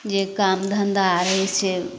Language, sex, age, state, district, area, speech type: Maithili, female, 30-45, Bihar, Samastipur, rural, spontaneous